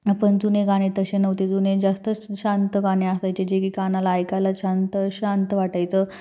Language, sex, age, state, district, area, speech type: Marathi, female, 18-30, Maharashtra, Jalna, urban, spontaneous